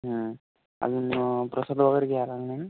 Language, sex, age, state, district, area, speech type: Marathi, male, 30-45, Maharashtra, Yavatmal, rural, conversation